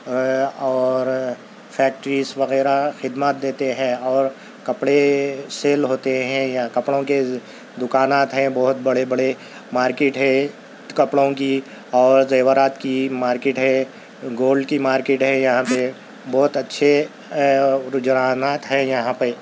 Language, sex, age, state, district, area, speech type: Urdu, male, 30-45, Telangana, Hyderabad, urban, spontaneous